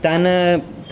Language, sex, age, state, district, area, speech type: Gujarati, male, 18-30, Gujarat, Surat, urban, spontaneous